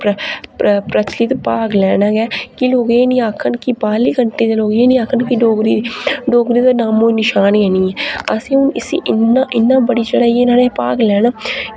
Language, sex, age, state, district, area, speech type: Dogri, female, 18-30, Jammu and Kashmir, Reasi, rural, spontaneous